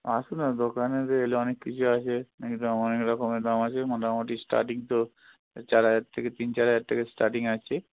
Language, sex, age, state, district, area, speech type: Bengali, male, 45-60, West Bengal, Hooghly, rural, conversation